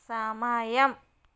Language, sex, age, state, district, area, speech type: Telugu, female, 30-45, Andhra Pradesh, West Godavari, rural, read